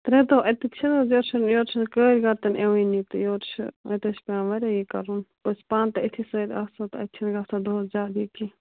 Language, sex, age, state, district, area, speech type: Kashmiri, female, 18-30, Jammu and Kashmir, Bandipora, rural, conversation